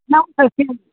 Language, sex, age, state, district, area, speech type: Kannada, male, 18-30, Karnataka, Tumkur, rural, conversation